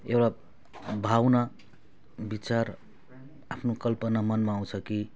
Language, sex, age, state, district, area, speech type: Nepali, male, 30-45, West Bengal, Alipurduar, urban, spontaneous